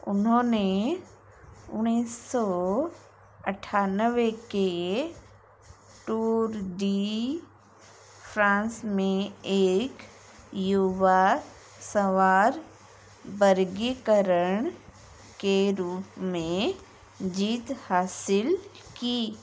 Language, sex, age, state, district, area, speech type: Hindi, female, 45-60, Madhya Pradesh, Chhindwara, rural, read